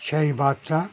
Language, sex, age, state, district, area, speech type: Bengali, male, 60+, West Bengal, Birbhum, urban, spontaneous